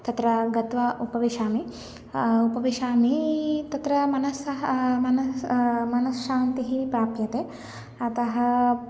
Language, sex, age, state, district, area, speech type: Sanskrit, female, 18-30, Telangana, Ranga Reddy, urban, spontaneous